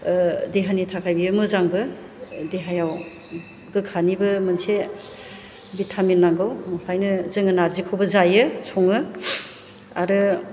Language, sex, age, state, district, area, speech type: Bodo, female, 45-60, Assam, Chirang, rural, spontaneous